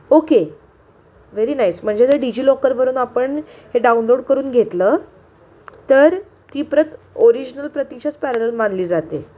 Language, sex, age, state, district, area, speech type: Marathi, female, 18-30, Maharashtra, Sangli, urban, spontaneous